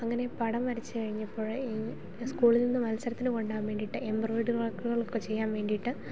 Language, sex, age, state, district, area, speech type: Malayalam, female, 30-45, Kerala, Idukki, rural, spontaneous